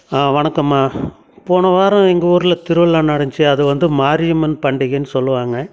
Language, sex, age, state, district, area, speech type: Tamil, male, 60+, Tamil Nadu, Krishnagiri, rural, spontaneous